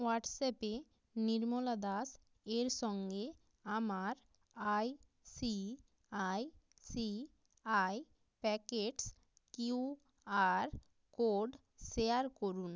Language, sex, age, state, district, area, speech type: Bengali, female, 18-30, West Bengal, North 24 Parganas, rural, read